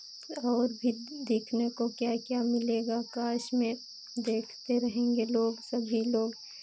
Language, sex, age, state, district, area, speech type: Hindi, female, 18-30, Uttar Pradesh, Pratapgarh, urban, spontaneous